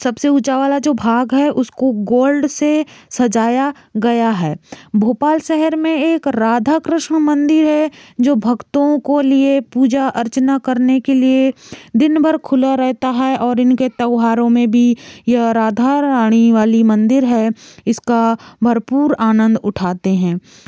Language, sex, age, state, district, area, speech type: Hindi, female, 60+, Madhya Pradesh, Bhopal, rural, spontaneous